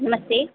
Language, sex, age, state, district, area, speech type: Hindi, female, 30-45, Uttar Pradesh, Sitapur, rural, conversation